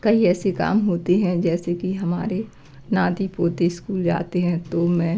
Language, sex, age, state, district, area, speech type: Hindi, female, 60+, Madhya Pradesh, Gwalior, rural, spontaneous